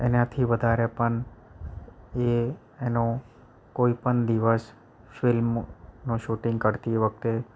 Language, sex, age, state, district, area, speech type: Gujarati, male, 30-45, Gujarat, Valsad, rural, spontaneous